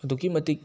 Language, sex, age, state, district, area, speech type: Manipuri, male, 18-30, Manipur, Bishnupur, rural, spontaneous